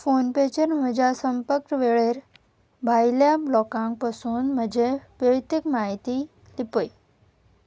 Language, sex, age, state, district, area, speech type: Goan Konkani, female, 18-30, Goa, Salcete, urban, read